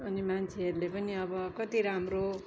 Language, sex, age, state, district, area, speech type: Nepali, female, 45-60, West Bengal, Darjeeling, rural, spontaneous